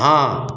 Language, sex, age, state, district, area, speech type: Hindi, male, 60+, Uttar Pradesh, Azamgarh, urban, read